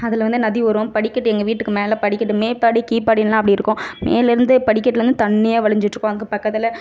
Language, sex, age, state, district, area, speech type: Tamil, female, 45-60, Tamil Nadu, Ariyalur, rural, spontaneous